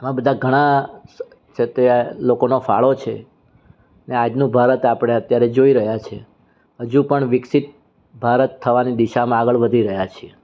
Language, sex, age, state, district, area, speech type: Gujarati, male, 60+, Gujarat, Surat, urban, spontaneous